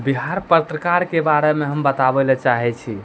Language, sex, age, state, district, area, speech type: Maithili, male, 18-30, Bihar, Araria, urban, spontaneous